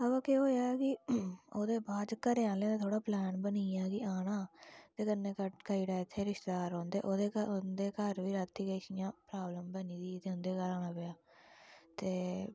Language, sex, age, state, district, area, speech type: Dogri, female, 45-60, Jammu and Kashmir, Reasi, rural, spontaneous